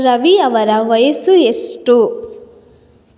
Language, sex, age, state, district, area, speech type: Kannada, female, 18-30, Karnataka, Chitradurga, urban, read